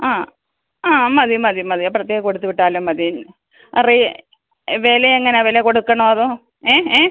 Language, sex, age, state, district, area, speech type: Malayalam, female, 60+, Kerala, Alappuzha, rural, conversation